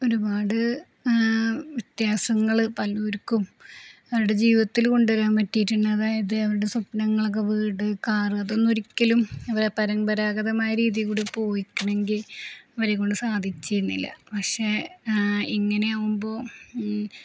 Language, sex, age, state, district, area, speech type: Malayalam, female, 30-45, Kerala, Palakkad, rural, spontaneous